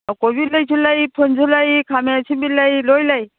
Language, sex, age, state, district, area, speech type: Manipuri, female, 60+, Manipur, Imphal East, rural, conversation